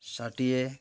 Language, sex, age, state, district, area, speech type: Odia, male, 45-60, Odisha, Malkangiri, urban, spontaneous